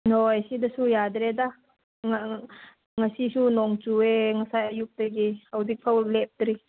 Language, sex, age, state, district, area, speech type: Manipuri, female, 30-45, Manipur, Senapati, rural, conversation